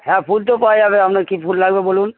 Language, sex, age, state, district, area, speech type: Bengali, male, 45-60, West Bengal, Darjeeling, rural, conversation